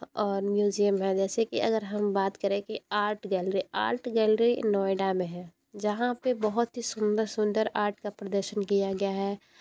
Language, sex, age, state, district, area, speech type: Hindi, female, 18-30, Uttar Pradesh, Sonbhadra, rural, spontaneous